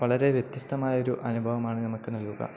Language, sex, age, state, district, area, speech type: Malayalam, male, 18-30, Kerala, Kozhikode, rural, spontaneous